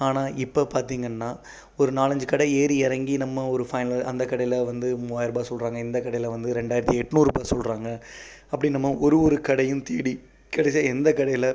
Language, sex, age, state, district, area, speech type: Tamil, male, 30-45, Tamil Nadu, Pudukkottai, rural, spontaneous